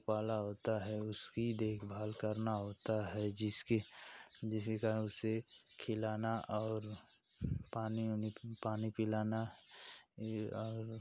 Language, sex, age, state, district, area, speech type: Hindi, male, 30-45, Uttar Pradesh, Ghazipur, rural, spontaneous